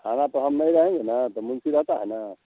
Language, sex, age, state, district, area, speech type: Hindi, male, 60+, Bihar, Samastipur, urban, conversation